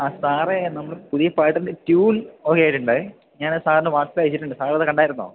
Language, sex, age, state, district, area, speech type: Malayalam, male, 18-30, Kerala, Idukki, rural, conversation